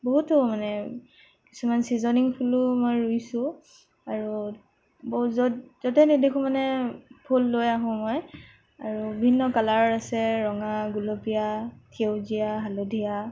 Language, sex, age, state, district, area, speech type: Assamese, female, 18-30, Assam, Nagaon, rural, spontaneous